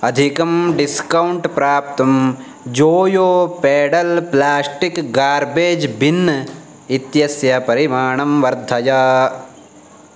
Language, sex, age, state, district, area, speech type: Sanskrit, male, 18-30, Karnataka, Uttara Kannada, rural, read